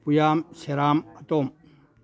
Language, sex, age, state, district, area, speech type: Manipuri, male, 60+, Manipur, Imphal East, rural, spontaneous